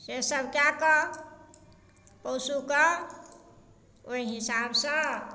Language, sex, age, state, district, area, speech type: Maithili, female, 45-60, Bihar, Darbhanga, rural, spontaneous